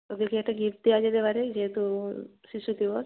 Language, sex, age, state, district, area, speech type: Bengali, female, 30-45, West Bengal, Jalpaiguri, rural, conversation